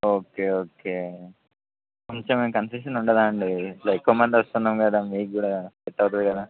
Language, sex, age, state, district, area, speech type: Telugu, male, 18-30, Telangana, Warangal, urban, conversation